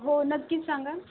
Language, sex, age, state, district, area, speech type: Marathi, female, 18-30, Maharashtra, Aurangabad, rural, conversation